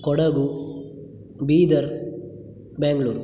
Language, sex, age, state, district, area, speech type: Sanskrit, male, 30-45, Karnataka, Udupi, urban, spontaneous